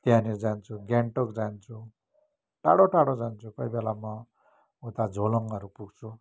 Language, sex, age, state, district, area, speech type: Nepali, male, 45-60, West Bengal, Kalimpong, rural, spontaneous